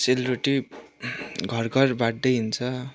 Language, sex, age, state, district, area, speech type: Nepali, male, 18-30, West Bengal, Kalimpong, rural, spontaneous